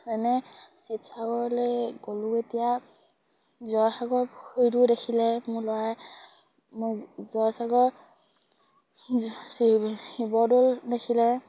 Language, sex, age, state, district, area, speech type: Assamese, female, 18-30, Assam, Sivasagar, rural, spontaneous